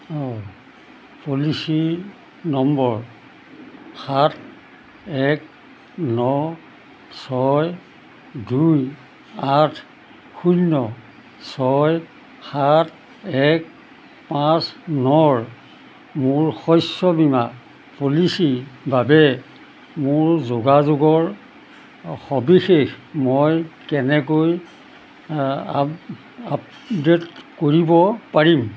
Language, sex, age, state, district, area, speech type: Assamese, male, 60+, Assam, Golaghat, urban, read